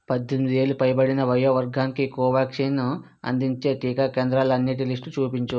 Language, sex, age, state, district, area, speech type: Telugu, male, 60+, Andhra Pradesh, Vizianagaram, rural, read